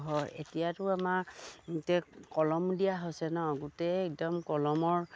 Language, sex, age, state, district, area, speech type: Assamese, female, 45-60, Assam, Dibrugarh, rural, spontaneous